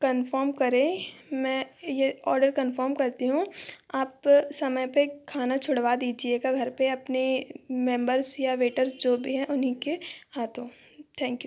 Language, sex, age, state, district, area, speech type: Hindi, female, 30-45, Madhya Pradesh, Balaghat, rural, spontaneous